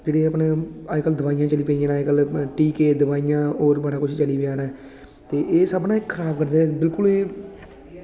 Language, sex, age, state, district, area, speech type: Dogri, male, 18-30, Jammu and Kashmir, Samba, rural, spontaneous